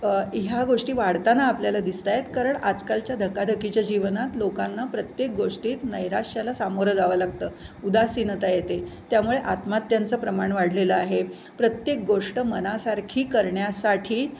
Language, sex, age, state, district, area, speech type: Marathi, female, 60+, Maharashtra, Pune, urban, spontaneous